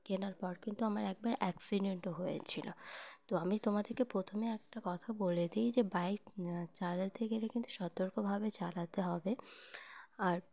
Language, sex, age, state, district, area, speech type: Bengali, female, 18-30, West Bengal, Uttar Dinajpur, urban, spontaneous